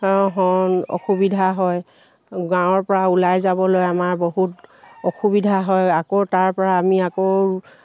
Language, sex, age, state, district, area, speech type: Assamese, female, 60+, Assam, Dibrugarh, rural, spontaneous